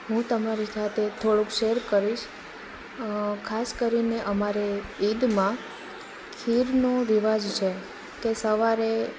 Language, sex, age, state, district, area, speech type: Gujarati, female, 18-30, Gujarat, Rajkot, rural, spontaneous